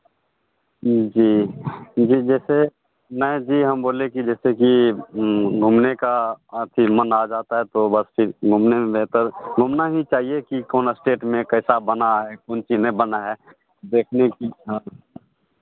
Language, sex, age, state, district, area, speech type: Hindi, male, 30-45, Bihar, Madhepura, rural, conversation